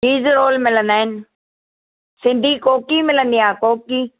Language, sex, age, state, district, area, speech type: Sindhi, female, 60+, Maharashtra, Thane, urban, conversation